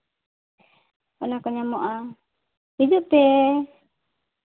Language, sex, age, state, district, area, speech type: Santali, female, 18-30, Jharkhand, Seraikela Kharsawan, rural, conversation